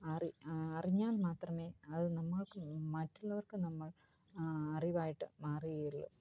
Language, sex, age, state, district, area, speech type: Malayalam, female, 45-60, Kerala, Kottayam, rural, spontaneous